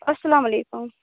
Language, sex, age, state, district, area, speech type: Kashmiri, female, 18-30, Jammu and Kashmir, Budgam, rural, conversation